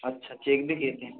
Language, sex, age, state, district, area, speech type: Hindi, male, 60+, Madhya Pradesh, Balaghat, rural, conversation